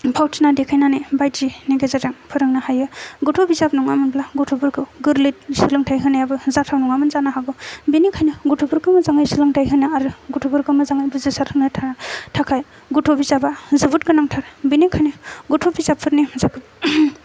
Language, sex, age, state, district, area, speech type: Bodo, female, 18-30, Assam, Kokrajhar, rural, spontaneous